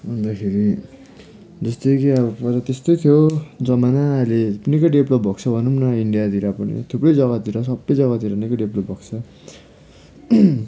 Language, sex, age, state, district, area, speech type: Nepali, male, 30-45, West Bengal, Darjeeling, rural, spontaneous